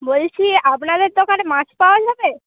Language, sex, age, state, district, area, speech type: Bengali, female, 30-45, West Bengal, Purba Medinipur, rural, conversation